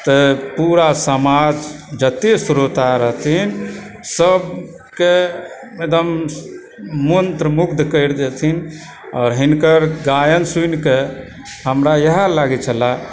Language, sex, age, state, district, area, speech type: Maithili, male, 60+, Bihar, Supaul, urban, spontaneous